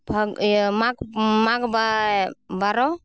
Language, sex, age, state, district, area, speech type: Santali, female, 30-45, West Bengal, Purulia, rural, spontaneous